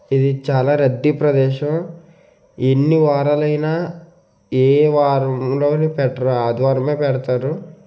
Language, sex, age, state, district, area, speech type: Telugu, male, 30-45, Andhra Pradesh, Konaseema, rural, spontaneous